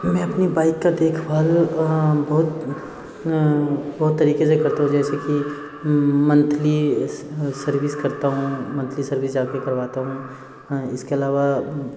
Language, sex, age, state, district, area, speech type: Hindi, male, 30-45, Bihar, Darbhanga, rural, spontaneous